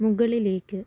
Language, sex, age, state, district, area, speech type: Malayalam, female, 30-45, Kerala, Kozhikode, urban, read